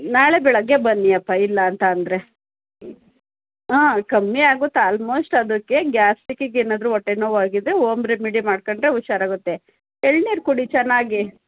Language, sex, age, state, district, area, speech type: Kannada, female, 45-60, Karnataka, Hassan, urban, conversation